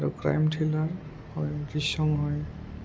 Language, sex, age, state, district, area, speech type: Assamese, male, 18-30, Assam, Udalguri, rural, spontaneous